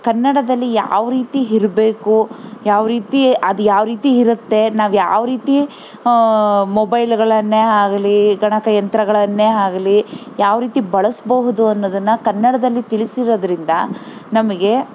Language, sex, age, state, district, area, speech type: Kannada, female, 30-45, Karnataka, Bangalore Rural, rural, spontaneous